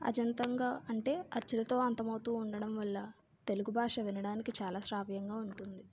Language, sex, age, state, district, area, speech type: Telugu, female, 30-45, Andhra Pradesh, Kakinada, rural, spontaneous